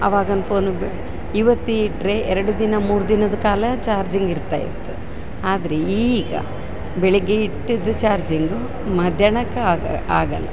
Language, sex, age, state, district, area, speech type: Kannada, female, 45-60, Karnataka, Bellary, urban, spontaneous